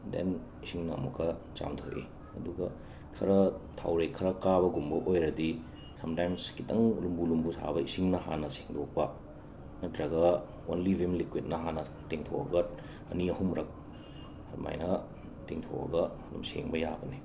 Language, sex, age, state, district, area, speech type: Manipuri, male, 30-45, Manipur, Imphal West, urban, spontaneous